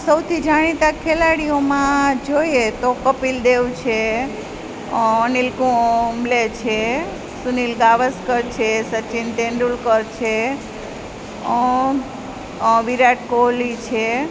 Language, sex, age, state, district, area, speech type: Gujarati, female, 45-60, Gujarat, Junagadh, rural, spontaneous